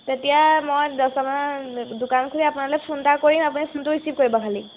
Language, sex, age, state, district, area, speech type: Assamese, female, 18-30, Assam, Golaghat, rural, conversation